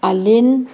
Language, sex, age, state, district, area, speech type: Manipuri, female, 60+, Manipur, Senapati, rural, spontaneous